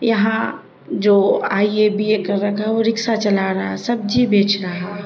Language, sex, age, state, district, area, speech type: Urdu, female, 30-45, Bihar, Darbhanga, urban, spontaneous